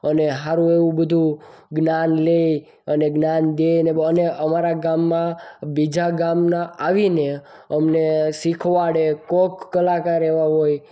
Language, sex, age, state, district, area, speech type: Gujarati, male, 18-30, Gujarat, Surat, rural, spontaneous